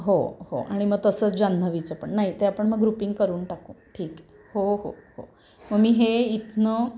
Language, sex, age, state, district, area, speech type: Marathi, female, 30-45, Maharashtra, Sangli, urban, spontaneous